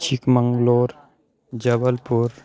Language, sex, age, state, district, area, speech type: Sanskrit, male, 18-30, Madhya Pradesh, Katni, rural, spontaneous